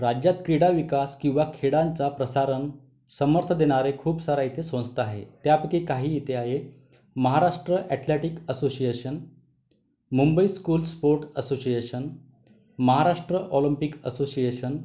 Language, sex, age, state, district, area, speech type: Marathi, male, 30-45, Maharashtra, Wardha, urban, spontaneous